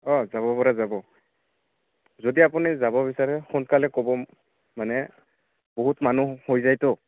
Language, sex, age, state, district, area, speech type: Assamese, male, 18-30, Assam, Barpeta, rural, conversation